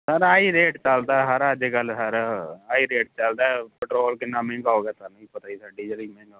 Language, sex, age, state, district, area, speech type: Punjabi, male, 30-45, Punjab, Fazilka, rural, conversation